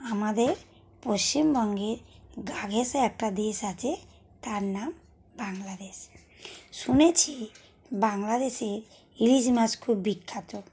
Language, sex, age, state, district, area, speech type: Bengali, female, 45-60, West Bengal, Howrah, urban, spontaneous